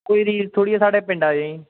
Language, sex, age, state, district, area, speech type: Dogri, male, 18-30, Jammu and Kashmir, Kathua, rural, conversation